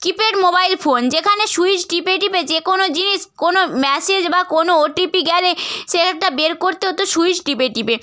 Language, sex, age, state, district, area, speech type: Bengali, female, 18-30, West Bengal, Purba Medinipur, rural, spontaneous